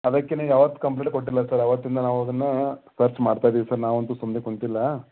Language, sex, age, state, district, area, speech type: Kannada, male, 30-45, Karnataka, Belgaum, rural, conversation